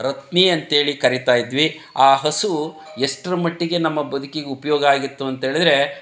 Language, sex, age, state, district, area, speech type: Kannada, male, 60+, Karnataka, Chitradurga, rural, spontaneous